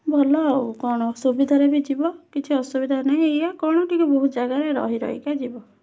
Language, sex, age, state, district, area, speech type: Odia, female, 18-30, Odisha, Bhadrak, rural, spontaneous